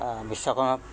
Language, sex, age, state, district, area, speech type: Assamese, male, 60+, Assam, Udalguri, rural, spontaneous